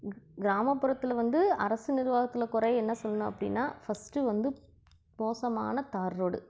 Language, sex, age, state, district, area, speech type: Tamil, female, 45-60, Tamil Nadu, Namakkal, rural, spontaneous